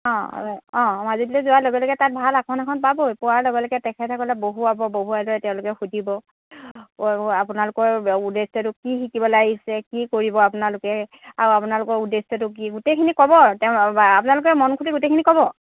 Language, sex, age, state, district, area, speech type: Assamese, female, 60+, Assam, Lakhimpur, urban, conversation